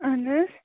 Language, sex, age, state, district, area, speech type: Kashmiri, female, 18-30, Jammu and Kashmir, Bandipora, rural, conversation